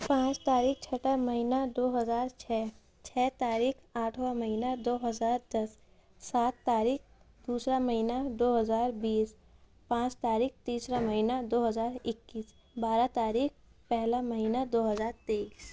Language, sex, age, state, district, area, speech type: Urdu, female, 18-30, Uttar Pradesh, Ghaziabad, rural, spontaneous